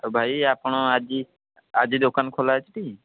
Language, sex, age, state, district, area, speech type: Odia, male, 18-30, Odisha, Puri, urban, conversation